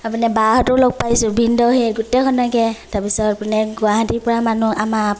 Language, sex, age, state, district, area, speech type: Assamese, female, 18-30, Assam, Lakhimpur, rural, spontaneous